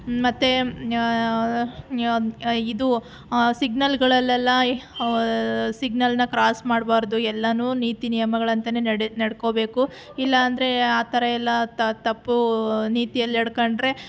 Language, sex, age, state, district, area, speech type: Kannada, female, 18-30, Karnataka, Chitradurga, urban, spontaneous